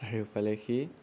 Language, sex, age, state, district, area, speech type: Assamese, male, 18-30, Assam, Sonitpur, urban, spontaneous